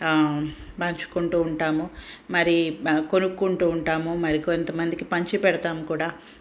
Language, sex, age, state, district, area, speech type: Telugu, female, 45-60, Telangana, Ranga Reddy, rural, spontaneous